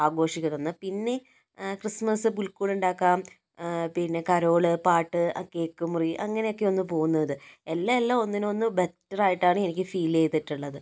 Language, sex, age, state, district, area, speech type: Malayalam, female, 30-45, Kerala, Kozhikode, urban, spontaneous